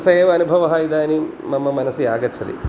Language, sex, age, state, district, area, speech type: Sanskrit, male, 45-60, Kerala, Kottayam, rural, spontaneous